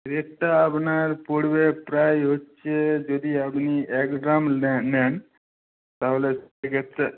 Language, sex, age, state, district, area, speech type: Bengali, male, 45-60, West Bengal, Nadia, rural, conversation